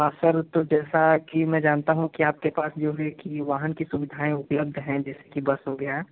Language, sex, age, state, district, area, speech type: Hindi, male, 18-30, Uttar Pradesh, Prayagraj, rural, conversation